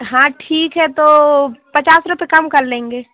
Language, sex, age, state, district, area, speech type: Hindi, female, 18-30, Madhya Pradesh, Seoni, urban, conversation